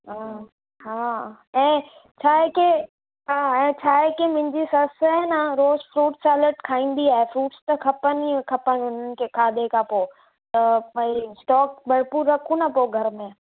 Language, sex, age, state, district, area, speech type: Sindhi, female, 30-45, Gujarat, Kutch, urban, conversation